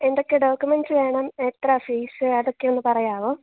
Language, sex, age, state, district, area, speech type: Malayalam, female, 18-30, Kerala, Alappuzha, rural, conversation